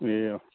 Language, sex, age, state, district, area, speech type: Nepali, male, 30-45, West Bengal, Kalimpong, rural, conversation